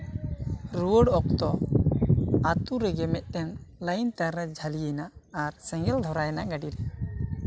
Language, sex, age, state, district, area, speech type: Santali, male, 18-30, West Bengal, Bankura, rural, spontaneous